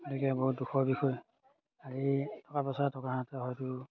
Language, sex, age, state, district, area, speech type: Assamese, male, 30-45, Assam, Majuli, urban, spontaneous